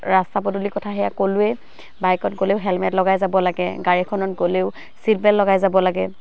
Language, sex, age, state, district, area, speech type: Assamese, female, 18-30, Assam, Dhemaji, urban, spontaneous